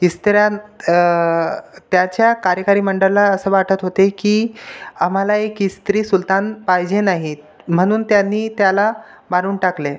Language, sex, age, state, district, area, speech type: Marathi, other, 18-30, Maharashtra, Buldhana, urban, spontaneous